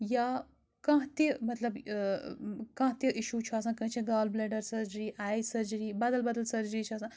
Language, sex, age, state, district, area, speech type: Kashmiri, female, 30-45, Jammu and Kashmir, Srinagar, urban, spontaneous